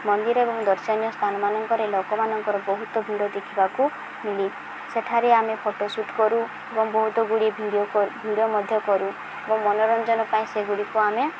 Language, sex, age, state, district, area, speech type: Odia, female, 18-30, Odisha, Subarnapur, urban, spontaneous